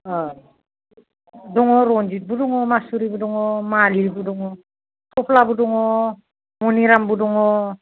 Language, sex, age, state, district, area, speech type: Bodo, female, 45-60, Assam, Udalguri, rural, conversation